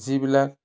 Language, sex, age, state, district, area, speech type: Assamese, male, 60+, Assam, Biswanath, rural, spontaneous